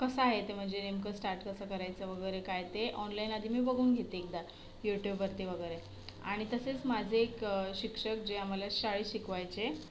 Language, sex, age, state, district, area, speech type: Marathi, female, 18-30, Maharashtra, Solapur, urban, spontaneous